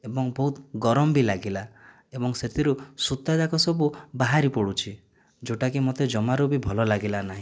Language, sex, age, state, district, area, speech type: Odia, male, 30-45, Odisha, Kandhamal, rural, spontaneous